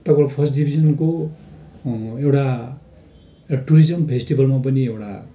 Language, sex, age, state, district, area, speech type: Nepali, male, 60+, West Bengal, Darjeeling, rural, spontaneous